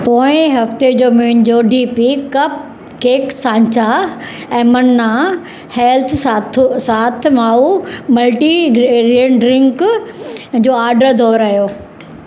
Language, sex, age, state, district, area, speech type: Sindhi, female, 60+, Maharashtra, Mumbai Suburban, rural, read